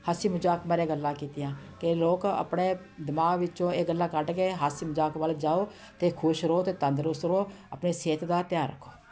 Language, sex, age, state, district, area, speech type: Punjabi, female, 45-60, Punjab, Patiala, urban, spontaneous